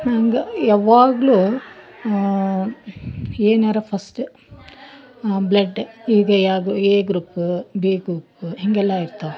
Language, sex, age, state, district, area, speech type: Kannada, female, 30-45, Karnataka, Dharwad, urban, spontaneous